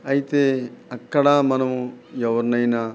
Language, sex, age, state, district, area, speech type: Telugu, male, 45-60, Andhra Pradesh, Nellore, rural, spontaneous